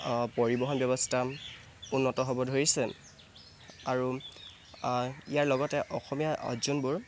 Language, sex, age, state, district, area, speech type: Assamese, male, 18-30, Assam, Tinsukia, urban, spontaneous